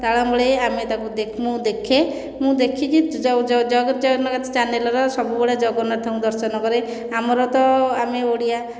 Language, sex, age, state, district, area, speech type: Odia, female, 30-45, Odisha, Khordha, rural, spontaneous